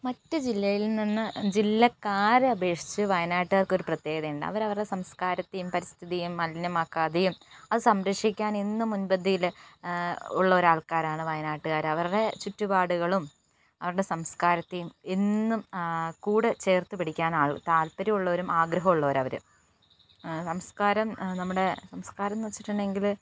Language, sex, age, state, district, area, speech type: Malayalam, female, 18-30, Kerala, Wayanad, rural, spontaneous